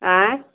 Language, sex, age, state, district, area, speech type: Maithili, female, 45-60, Bihar, Purnia, rural, conversation